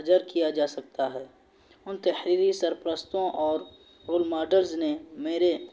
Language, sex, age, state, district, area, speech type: Urdu, male, 18-30, Uttar Pradesh, Balrampur, rural, spontaneous